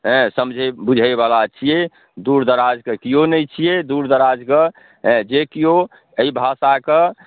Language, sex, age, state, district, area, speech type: Maithili, male, 45-60, Bihar, Darbhanga, rural, conversation